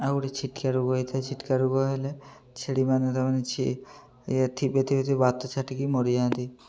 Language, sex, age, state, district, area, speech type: Odia, male, 18-30, Odisha, Mayurbhanj, rural, spontaneous